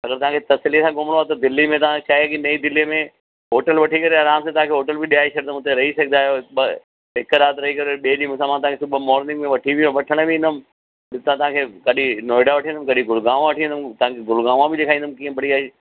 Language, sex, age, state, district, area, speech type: Sindhi, male, 45-60, Delhi, South Delhi, urban, conversation